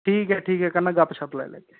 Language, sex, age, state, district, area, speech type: Dogri, male, 18-30, Jammu and Kashmir, Reasi, urban, conversation